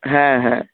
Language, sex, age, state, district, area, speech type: Bengali, male, 18-30, West Bengal, Howrah, urban, conversation